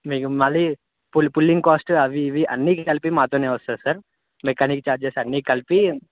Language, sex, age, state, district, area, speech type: Telugu, male, 18-30, Telangana, Karimnagar, rural, conversation